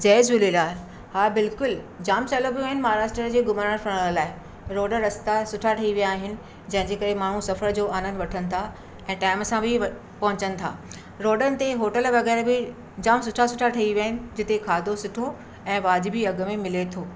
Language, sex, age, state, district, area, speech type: Sindhi, female, 60+, Maharashtra, Mumbai Suburban, urban, spontaneous